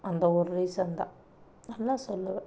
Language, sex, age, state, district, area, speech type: Tamil, female, 18-30, Tamil Nadu, Namakkal, rural, spontaneous